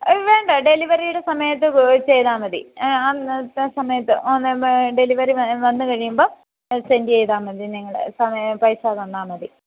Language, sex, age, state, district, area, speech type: Malayalam, female, 30-45, Kerala, Idukki, rural, conversation